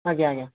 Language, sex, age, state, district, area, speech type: Odia, male, 18-30, Odisha, Bhadrak, rural, conversation